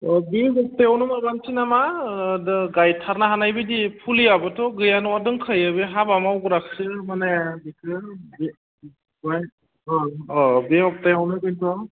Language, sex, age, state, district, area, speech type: Bodo, male, 18-30, Assam, Udalguri, urban, conversation